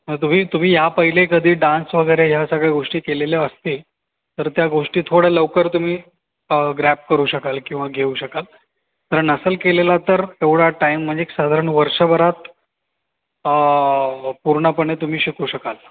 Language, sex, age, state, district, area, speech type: Marathi, male, 30-45, Maharashtra, Ahmednagar, urban, conversation